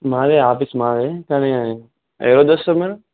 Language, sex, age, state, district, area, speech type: Telugu, male, 18-30, Telangana, Vikarabad, rural, conversation